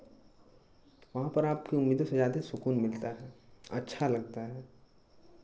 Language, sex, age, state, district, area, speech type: Hindi, male, 18-30, Uttar Pradesh, Chandauli, urban, spontaneous